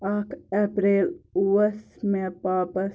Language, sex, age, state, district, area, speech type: Kashmiri, female, 18-30, Jammu and Kashmir, Pulwama, rural, spontaneous